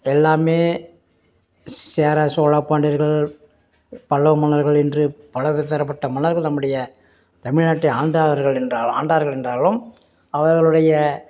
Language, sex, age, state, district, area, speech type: Tamil, male, 45-60, Tamil Nadu, Perambalur, urban, spontaneous